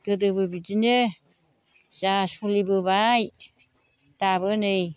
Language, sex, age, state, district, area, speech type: Bodo, female, 60+, Assam, Chirang, rural, spontaneous